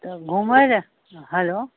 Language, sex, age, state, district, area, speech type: Maithili, female, 30-45, Bihar, Araria, rural, conversation